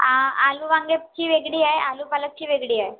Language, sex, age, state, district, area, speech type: Marathi, female, 30-45, Maharashtra, Nagpur, urban, conversation